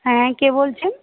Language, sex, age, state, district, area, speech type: Bengali, female, 30-45, West Bengal, Hooghly, urban, conversation